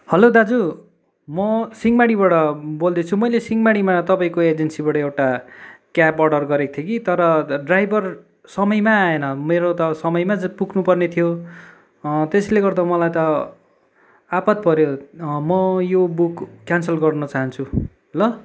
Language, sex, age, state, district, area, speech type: Nepali, male, 18-30, West Bengal, Kalimpong, rural, spontaneous